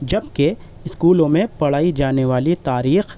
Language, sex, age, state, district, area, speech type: Urdu, male, 30-45, Delhi, East Delhi, urban, spontaneous